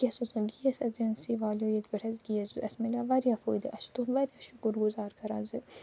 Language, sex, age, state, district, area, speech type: Kashmiri, female, 45-60, Jammu and Kashmir, Ganderbal, urban, spontaneous